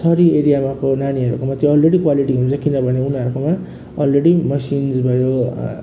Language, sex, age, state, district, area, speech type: Nepali, male, 30-45, West Bengal, Jalpaiguri, rural, spontaneous